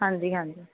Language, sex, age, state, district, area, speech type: Punjabi, female, 30-45, Punjab, Jalandhar, urban, conversation